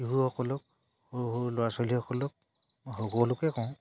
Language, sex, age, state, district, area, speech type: Assamese, male, 30-45, Assam, Dibrugarh, urban, spontaneous